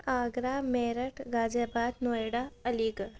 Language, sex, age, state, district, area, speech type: Urdu, female, 18-30, Uttar Pradesh, Ghaziabad, rural, spontaneous